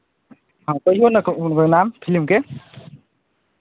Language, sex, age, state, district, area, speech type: Maithili, male, 18-30, Bihar, Madhubani, rural, conversation